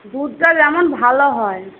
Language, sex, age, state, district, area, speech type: Bengali, female, 18-30, West Bengal, Paschim Medinipur, rural, conversation